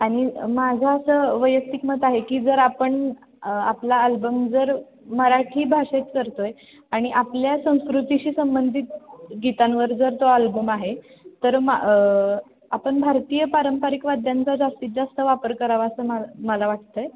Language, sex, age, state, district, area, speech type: Marathi, female, 18-30, Maharashtra, Satara, urban, conversation